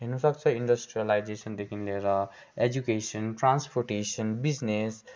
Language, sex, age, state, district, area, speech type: Nepali, male, 18-30, West Bengal, Darjeeling, rural, spontaneous